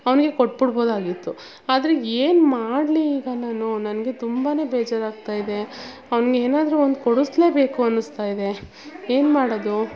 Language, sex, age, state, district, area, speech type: Kannada, female, 30-45, Karnataka, Mandya, rural, spontaneous